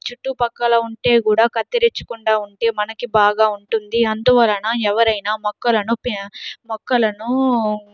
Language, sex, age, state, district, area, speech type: Telugu, female, 18-30, Andhra Pradesh, Chittoor, urban, spontaneous